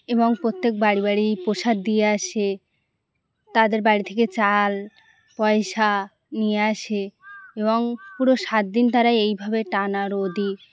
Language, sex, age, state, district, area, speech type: Bengali, female, 18-30, West Bengal, Birbhum, urban, spontaneous